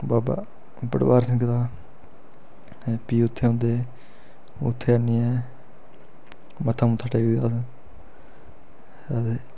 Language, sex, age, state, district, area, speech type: Dogri, male, 30-45, Jammu and Kashmir, Reasi, rural, spontaneous